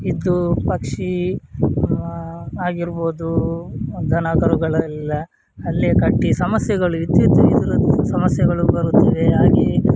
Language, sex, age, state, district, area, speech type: Kannada, male, 30-45, Karnataka, Udupi, rural, spontaneous